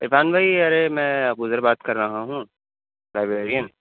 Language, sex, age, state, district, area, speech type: Urdu, male, 30-45, Uttar Pradesh, Gautam Buddha Nagar, urban, conversation